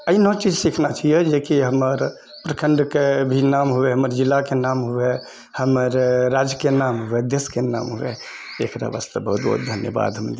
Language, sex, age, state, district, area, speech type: Maithili, male, 60+, Bihar, Purnia, rural, spontaneous